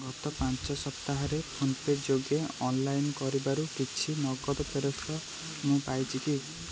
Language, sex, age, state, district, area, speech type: Odia, male, 18-30, Odisha, Jagatsinghpur, rural, read